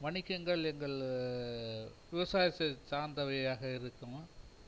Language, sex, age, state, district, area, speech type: Tamil, male, 60+, Tamil Nadu, Cuddalore, rural, spontaneous